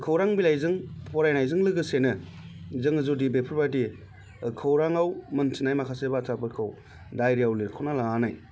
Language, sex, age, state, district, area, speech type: Bodo, male, 30-45, Assam, Baksa, urban, spontaneous